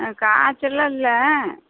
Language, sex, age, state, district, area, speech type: Tamil, female, 60+, Tamil Nadu, Namakkal, rural, conversation